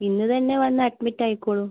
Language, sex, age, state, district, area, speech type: Malayalam, female, 18-30, Kerala, Kannur, rural, conversation